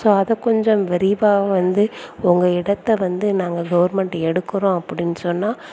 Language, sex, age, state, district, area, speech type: Tamil, female, 30-45, Tamil Nadu, Perambalur, rural, spontaneous